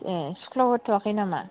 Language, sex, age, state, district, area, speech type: Bodo, female, 45-60, Assam, Kokrajhar, urban, conversation